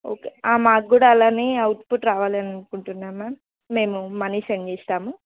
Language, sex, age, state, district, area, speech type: Telugu, female, 18-30, Telangana, Hanamkonda, rural, conversation